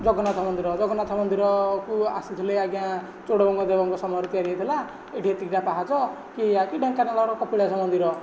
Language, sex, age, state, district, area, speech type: Odia, male, 18-30, Odisha, Nayagarh, rural, spontaneous